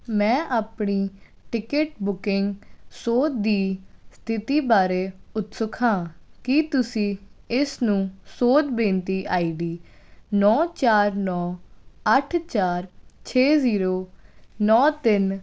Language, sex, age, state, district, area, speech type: Punjabi, female, 18-30, Punjab, Jalandhar, urban, read